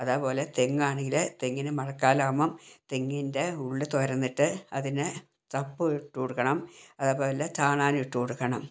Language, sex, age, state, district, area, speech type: Malayalam, female, 60+, Kerala, Wayanad, rural, spontaneous